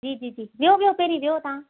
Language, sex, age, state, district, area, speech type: Sindhi, female, 30-45, Gujarat, Kutch, urban, conversation